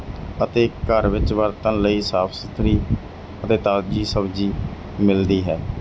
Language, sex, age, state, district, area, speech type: Punjabi, male, 30-45, Punjab, Mansa, urban, spontaneous